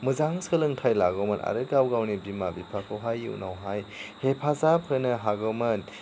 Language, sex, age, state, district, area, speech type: Bodo, male, 30-45, Assam, Chirang, rural, spontaneous